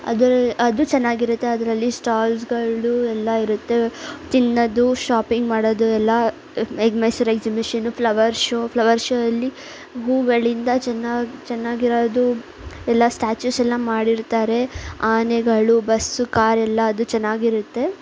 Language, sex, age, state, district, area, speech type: Kannada, female, 18-30, Karnataka, Mysore, urban, spontaneous